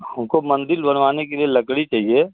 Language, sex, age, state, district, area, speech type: Hindi, male, 60+, Uttar Pradesh, Chandauli, rural, conversation